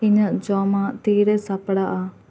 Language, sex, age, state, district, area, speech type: Santali, female, 18-30, West Bengal, Purba Bardhaman, rural, read